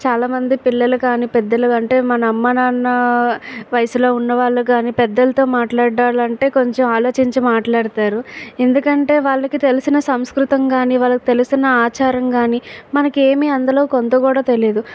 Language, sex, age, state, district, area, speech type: Telugu, female, 45-60, Andhra Pradesh, Vizianagaram, rural, spontaneous